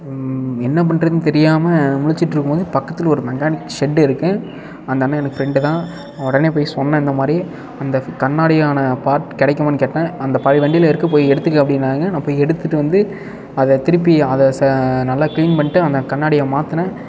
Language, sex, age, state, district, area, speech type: Tamil, male, 18-30, Tamil Nadu, Ariyalur, rural, spontaneous